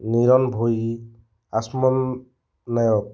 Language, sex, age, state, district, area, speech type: Odia, male, 30-45, Odisha, Kalahandi, rural, spontaneous